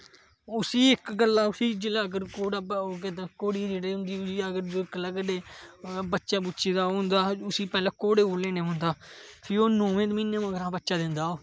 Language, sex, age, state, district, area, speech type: Dogri, male, 18-30, Jammu and Kashmir, Kathua, rural, spontaneous